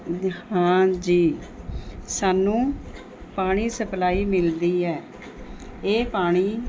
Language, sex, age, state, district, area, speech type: Punjabi, female, 45-60, Punjab, Mohali, urban, spontaneous